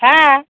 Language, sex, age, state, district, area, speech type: Bengali, female, 30-45, West Bengal, Howrah, urban, conversation